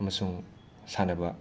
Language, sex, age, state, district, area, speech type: Manipuri, male, 30-45, Manipur, Imphal West, urban, spontaneous